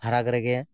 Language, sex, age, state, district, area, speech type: Santali, male, 30-45, West Bengal, Purulia, rural, spontaneous